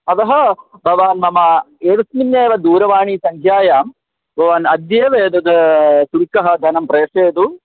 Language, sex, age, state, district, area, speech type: Sanskrit, male, 45-60, Kerala, Kollam, rural, conversation